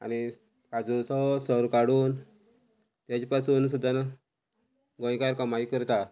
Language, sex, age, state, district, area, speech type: Goan Konkani, male, 45-60, Goa, Quepem, rural, spontaneous